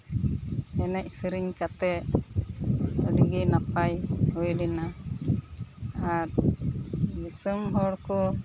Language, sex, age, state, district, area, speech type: Santali, female, 45-60, West Bengal, Uttar Dinajpur, rural, spontaneous